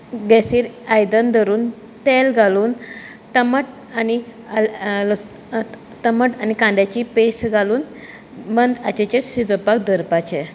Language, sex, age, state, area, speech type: Goan Konkani, female, 30-45, Goa, rural, spontaneous